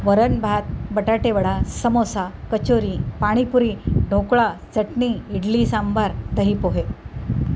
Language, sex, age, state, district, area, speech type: Marathi, female, 45-60, Maharashtra, Nanded, rural, spontaneous